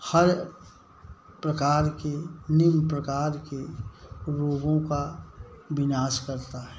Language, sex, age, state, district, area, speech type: Hindi, male, 60+, Uttar Pradesh, Jaunpur, rural, spontaneous